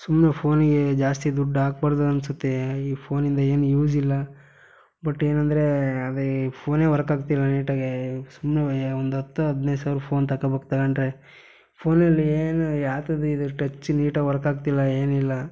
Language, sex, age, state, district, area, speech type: Kannada, male, 18-30, Karnataka, Chitradurga, rural, spontaneous